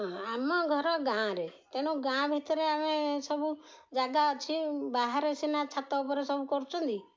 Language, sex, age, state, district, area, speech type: Odia, female, 60+, Odisha, Jagatsinghpur, rural, spontaneous